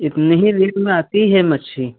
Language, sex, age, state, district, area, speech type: Hindi, male, 18-30, Uttar Pradesh, Jaunpur, rural, conversation